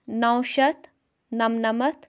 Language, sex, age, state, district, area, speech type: Kashmiri, female, 18-30, Jammu and Kashmir, Baramulla, rural, spontaneous